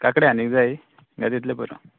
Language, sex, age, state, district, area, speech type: Goan Konkani, male, 18-30, Goa, Canacona, rural, conversation